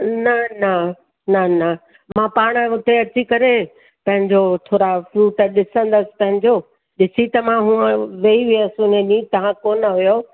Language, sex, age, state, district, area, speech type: Sindhi, female, 60+, Uttar Pradesh, Lucknow, urban, conversation